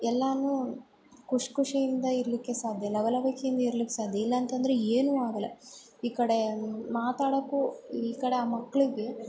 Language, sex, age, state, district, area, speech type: Kannada, female, 18-30, Karnataka, Bellary, rural, spontaneous